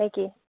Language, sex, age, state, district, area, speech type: Assamese, female, 30-45, Assam, Morigaon, rural, conversation